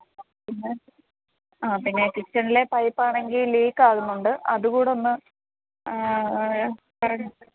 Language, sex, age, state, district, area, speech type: Malayalam, female, 30-45, Kerala, Pathanamthitta, rural, conversation